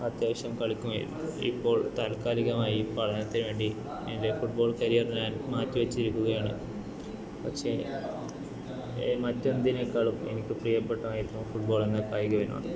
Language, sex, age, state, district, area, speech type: Malayalam, male, 18-30, Kerala, Kozhikode, urban, spontaneous